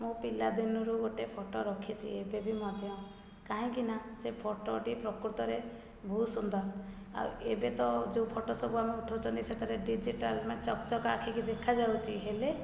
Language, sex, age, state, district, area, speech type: Odia, female, 30-45, Odisha, Jajpur, rural, spontaneous